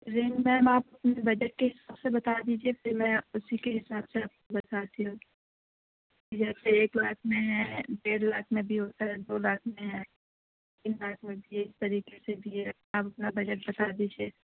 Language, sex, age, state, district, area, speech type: Urdu, female, 18-30, Uttar Pradesh, Gautam Buddha Nagar, urban, conversation